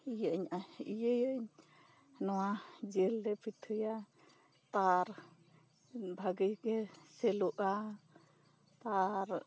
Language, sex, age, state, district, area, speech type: Santali, female, 30-45, West Bengal, Bankura, rural, spontaneous